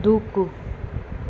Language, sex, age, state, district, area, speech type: Telugu, female, 30-45, Andhra Pradesh, Annamaya, urban, read